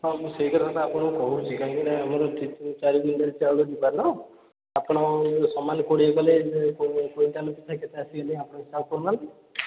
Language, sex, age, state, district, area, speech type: Odia, male, 18-30, Odisha, Puri, urban, conversation